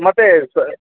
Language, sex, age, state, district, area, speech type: Kannada, male, 30-45, Karnataka, Udupi, rural, conversation